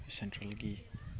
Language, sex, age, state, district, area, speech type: Manipuri, male, 18-30, Manipur, Chandel, rural, spontaneous